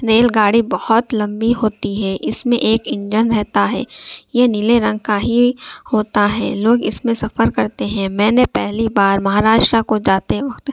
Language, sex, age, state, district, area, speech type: Urdu, female, 18-30, Telangana, Hyderabad, urban, spontaneous